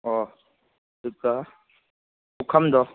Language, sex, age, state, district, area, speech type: Manipuri, male, 18-30, Manipur, Kangpokpi, urban, conversation